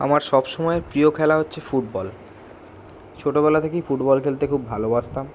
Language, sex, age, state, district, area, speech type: Bengali, male, 18-30, West Bengal, Kolkata, urban, spontaneous